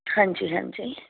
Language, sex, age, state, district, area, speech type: Punjabi, female, 30-45, Punjab, Firozpur, urban, conversation